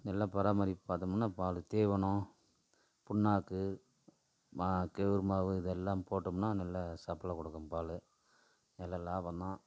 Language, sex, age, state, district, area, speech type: Tamil, male, 45-60, Tamil Nadu, Tiruvannamalai, rural, spontaneous